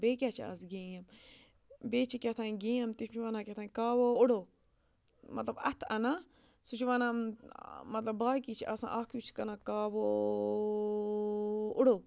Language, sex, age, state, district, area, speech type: Kashmiri, female, 45-60, Jammu and Kashmir, Budgam, rural, spontaneous